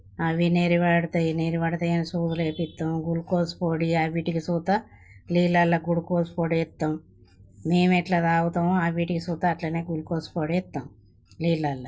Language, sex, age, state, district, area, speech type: Telugu, female, 45-60, Telangana, Jagtial, rural, spontaneous